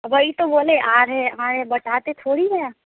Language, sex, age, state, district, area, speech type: Hindi, female, 18-30, Bihar, Samastipur, rural, conversation